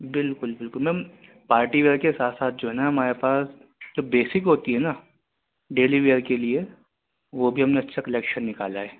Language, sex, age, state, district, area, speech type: Urdu, male, 18-30, Delhi, Central Delhi, urban, conversation